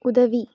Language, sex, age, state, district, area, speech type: Tamil, female, 18-30, Tamil Nadu, Erode, rural, read